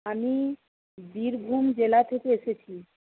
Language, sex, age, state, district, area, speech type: Bengali, female, 45-60, West Bengal, Birbhum, urban, conversation